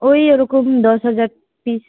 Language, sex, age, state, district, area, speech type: Bengali, female, 18-30, West Bengal, Paschim Medinipur, rural, conversation